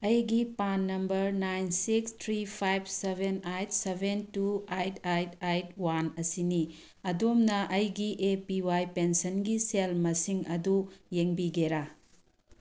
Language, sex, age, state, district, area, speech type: Manipuri, female, 45-60, Manipur, Bishnupur, rural, read